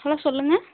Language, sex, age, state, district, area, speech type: Tamil, female, 18-30, Tamil Nadu, Erode, rural, conversation